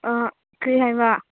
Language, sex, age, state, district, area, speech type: Manipuri, female, 18-30, Manipur, Senapati, rural, conversation